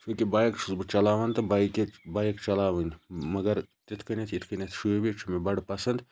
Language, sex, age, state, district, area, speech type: Kashmiri, male, 18-30, Jammu and Kashmir, Baramulla, rural, spontaneous